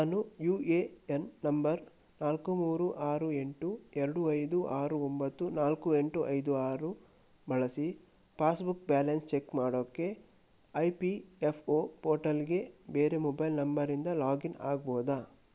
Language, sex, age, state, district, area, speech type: Kannada, male, 18-30, Karnataka, Shimoga, rural, read